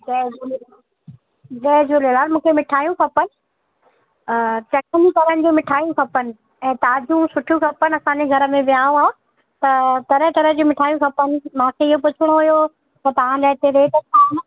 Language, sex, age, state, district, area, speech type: Sindhi, female, 45-60, Uttar Pradesh, Lucknow, urban, conversation